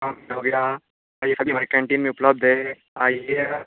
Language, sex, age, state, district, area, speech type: Hindi, male, 18-30, Uttar Pradesh, Ghazipur, rural, conversation